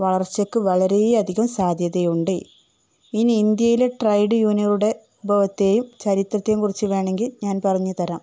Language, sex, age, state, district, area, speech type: Malayalam, female, 45-60, Kerala, Palakkad, rural, spontaneous